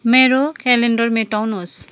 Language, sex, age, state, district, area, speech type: Nepali, female, 30-45, West Bengal, Darjeeling, rural, read